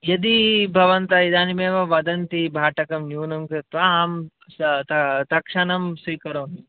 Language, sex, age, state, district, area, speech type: Sanskrit, male, 18-30, Kerala, Palakkad, urban, conversation